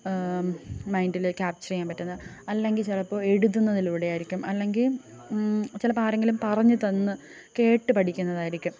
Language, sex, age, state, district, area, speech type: Malayalam, female, 18-30, Kerala, Thiruvananthapuram, rural, spontaneous